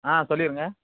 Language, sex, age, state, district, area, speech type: Tamil, male, 18-30, Tamil Nadu, Madurai, rural, conversation